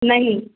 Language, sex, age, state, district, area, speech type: Hindi, female, 60+, Uttar Pradesh, Azamgarh, rural, conversation